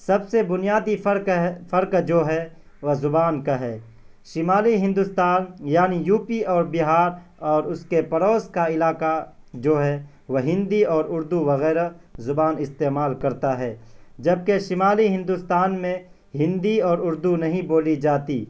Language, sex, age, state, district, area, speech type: Urdu, male, 18-30, Bihar, Purnia, rural, spontaneous